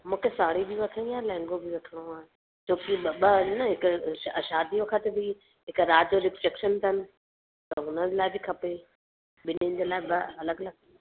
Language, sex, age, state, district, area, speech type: Sindhi, female, 45-60, Uttar Pradesh, Lucknow, rural, conversation